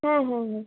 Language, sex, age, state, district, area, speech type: Bengali, female, 30-45, West Bengal, Hooghly, urban, conversation